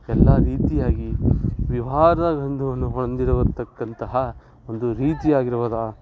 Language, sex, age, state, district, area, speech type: Kannada, male, 18-30, Karnataka, Shimoga, rural, spontaneous